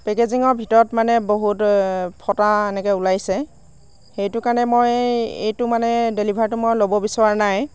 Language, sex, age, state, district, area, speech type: Assamese, female, 18-30, Assam, Darrang, rural, spontaneous